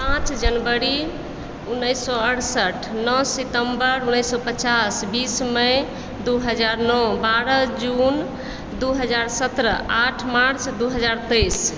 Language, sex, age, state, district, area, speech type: Maithili, female, 60+, Bihar, Supaul, urban, spontaneous